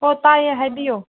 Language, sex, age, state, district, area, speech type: Manipuri, female, 18-30, Manipur, Kangpokpi, urban, conversation